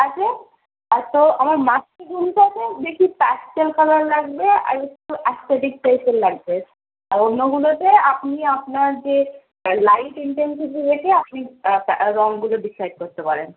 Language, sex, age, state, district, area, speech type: Bengali, female, 18-30, West Bengal, Darjeeling, urban, conversation